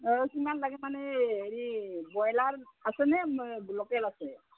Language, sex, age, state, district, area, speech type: Assamese, female, 60+, Assam, Udalguri, rural, conversation